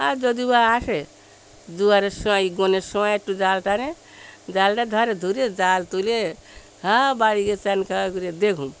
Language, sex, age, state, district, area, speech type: Bengali, female, 60+, West Bengal, Birbhum, urban, spontaneous